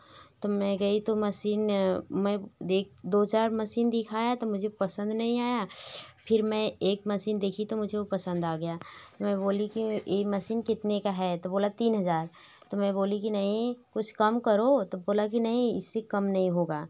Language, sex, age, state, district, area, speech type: Hindi, female, 18-30, Uttar Pradesh, Varanasi, rural, spontaneous